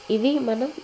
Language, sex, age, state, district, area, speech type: Telugu, female, 18-30, Telangana, Jagtial, rural, spontaneous